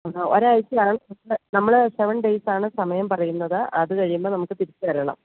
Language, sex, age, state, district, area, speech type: Malayalam, female, 30-45, Kerala, Idukki, rural, conversation